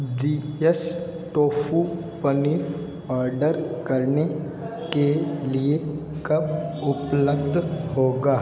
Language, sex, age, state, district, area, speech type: Hindi, male, 45-60, Rajasthan, Jodhpur, urban, read